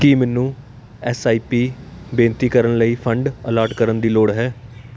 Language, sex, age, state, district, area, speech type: Punjabi, male, 18-30, Punjab, Kapurthala, urban, read